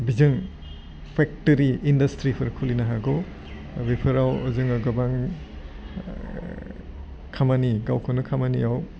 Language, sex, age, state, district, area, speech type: Bodo, male, 45-60, Assam, Udalguri, urban, spontaneous